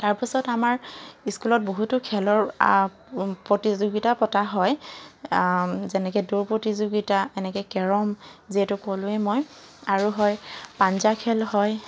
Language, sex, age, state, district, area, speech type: Assamese, female, 45-60, Assam, Charaideo, urban, spontaneous